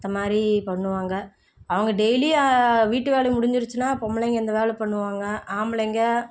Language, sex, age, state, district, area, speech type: Tamil, female, 18-30, Tamil Nadu, Namakkal, rural, spontaneous